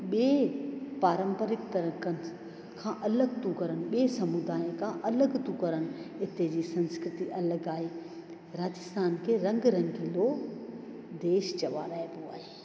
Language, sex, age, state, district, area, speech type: Sindhi, female, 45-60, Rajasthan, Ajmer, urban, spontaneous